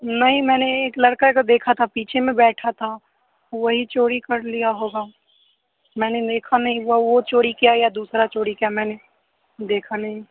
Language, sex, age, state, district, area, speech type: Hindi, male, 18-30, Bihar, Darbhanga, rural, conversation